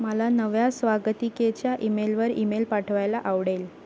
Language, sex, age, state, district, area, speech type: Marathi, female, 18-30, Maharashtra, Ratnagiri, rural, read